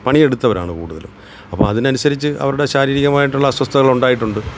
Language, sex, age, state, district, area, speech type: Malayalam, male, 45-60, Kerala, Kollam, rural, spontaneous